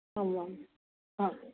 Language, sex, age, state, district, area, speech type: Sanskrit, female, 30-45, Maharashtra, Nagpur, urban, conversation